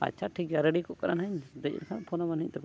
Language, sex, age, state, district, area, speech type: Santali, male, 45-60, Odisha, Mayurbhanj, rural, spontaneous